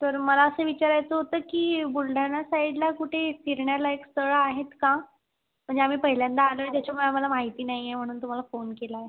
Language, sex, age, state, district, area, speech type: Marathi, female, 18-30, Maharashtra, Buldhana, rural, conversation